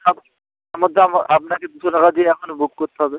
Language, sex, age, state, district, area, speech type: Bengali, male, 18-30, West Bengal, Hooghly, urban, conversation